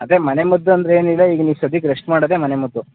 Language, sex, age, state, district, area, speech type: Kannada, male, 30-45, Karnataka, Mandya, rural, conversation